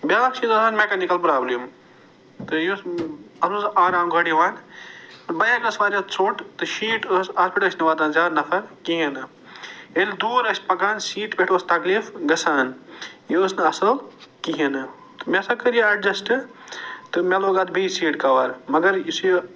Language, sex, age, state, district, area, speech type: Kashmiri, male, 45-60, Jammu and Kashmir, Srinagar, urban, spontaneous